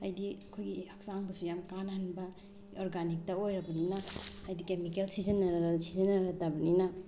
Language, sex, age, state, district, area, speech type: Manipuri, female, 18-30, Manipur, Bishnupur, rural, spontaneous